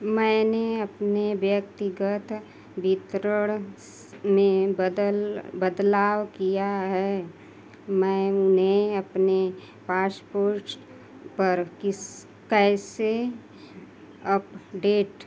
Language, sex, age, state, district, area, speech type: Hindi, female, 30-45, Uttar Pradesh, Mau, rural, read